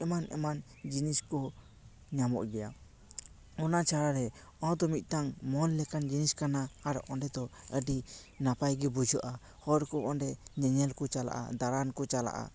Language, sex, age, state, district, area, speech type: Santali, male, 18-30, West Bengal, Paschim Bardhaman, rural, spontaneous